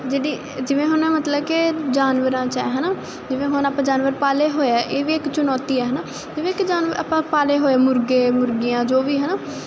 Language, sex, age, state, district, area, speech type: Punjabi, female, 18-30, Punjab, Muktsar, urban, spontaneous